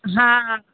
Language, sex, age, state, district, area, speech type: Maithili, female, 60+, Bihar, Araria, rural, conversation